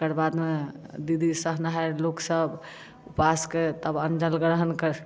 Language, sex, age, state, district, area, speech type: Maithili, female, 60+, Bihar, Madhubani, urban, spontaneous